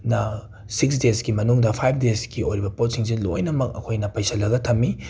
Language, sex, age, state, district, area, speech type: Manipuri, male, 18-30, Manipur, Imphal West, urban, spontaneous